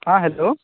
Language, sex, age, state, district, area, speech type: Hindi, male, 18-30, Bihar, Muzaffarpur, rural, conversation